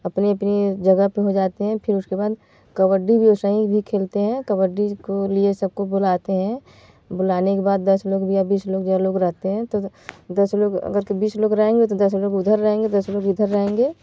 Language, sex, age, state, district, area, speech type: Hindi, female, 18-30, Uttar Pradesh, Varanasi, rural, spontaneous